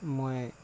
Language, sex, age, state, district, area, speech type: Assamese, male, 30-45, Assam, Lakhimpur, rural, spontaneous